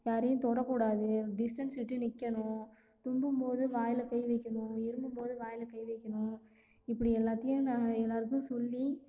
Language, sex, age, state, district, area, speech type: Tamil, female, 18-30, Tamil Nadu, Cuddalore, rural, spontaneous